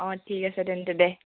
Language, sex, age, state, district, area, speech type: Assamese, female, 18-30, Assam, Sivasagar, rural, conversation